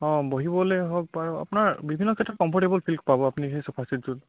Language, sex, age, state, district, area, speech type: Assamese, male, 18-30, Assam, Charaideo, rural, conversation